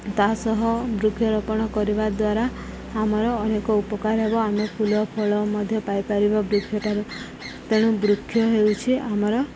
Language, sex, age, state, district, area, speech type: Odia, female, 30-45, Odisha, Subarnapur, urban, spontaneous